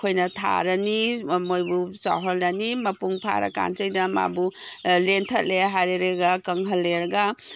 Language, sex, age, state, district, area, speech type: Manipuri, female, 60+, Manipur, Imphal East, rural, spontaneous